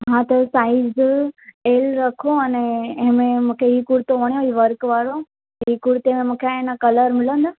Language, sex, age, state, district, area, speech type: Sindhi, female, 18-30, Gujarat, Surat, urban, conversation